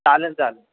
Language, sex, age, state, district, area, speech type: Marathi, male, 18-30, Maharashtra, Ahmednagar, rural, conversation